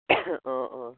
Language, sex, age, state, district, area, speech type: Assamese, male, 18-30, Assam, Charaideo, rural, conversation